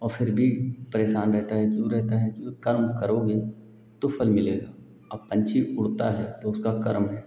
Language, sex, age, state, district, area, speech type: Hindi, male, 45-60, Uttar Pradesh, Lucknow, rural, spontaneous